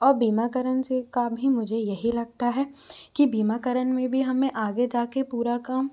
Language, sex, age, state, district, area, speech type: Hindi, female, 45-60, Madhya Pradesh, Bhopal, urban, spontaneous